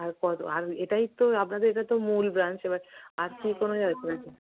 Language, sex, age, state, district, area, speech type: Bengali, female, 30-45, West Bengal, North 24 Parganas, urban, conversation